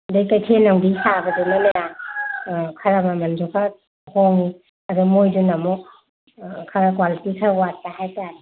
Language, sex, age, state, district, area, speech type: Manipuri, female, 60+, Manipur, Kangpokpi, urban, conversation